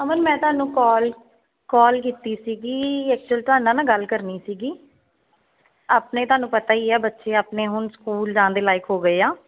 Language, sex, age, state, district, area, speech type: Punjabi, female, 30-45, Punjab, Jalandhar, urban, conversation